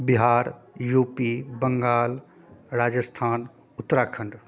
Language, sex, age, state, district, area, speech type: Maithili, male, 30-45, Bihar, Darbhanga, rural, spontaneous